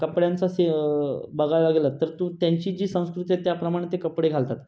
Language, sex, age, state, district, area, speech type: Marathi, male, 18-30, Maharashtra, Raigad, rural, spontaneous